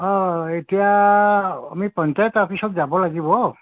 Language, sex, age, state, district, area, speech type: Assamese, male, 60+, Assam, Tinsukia, rural, conversation